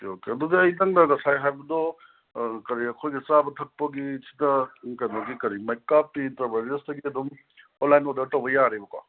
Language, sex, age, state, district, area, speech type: Manipuri, male, 30-45, Manipur, Kangpokpi, urban, conversation